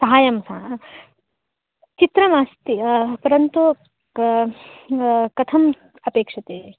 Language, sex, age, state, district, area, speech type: Sanskrit, female, 18-30, Karnataka, Dharwad, urban, conversation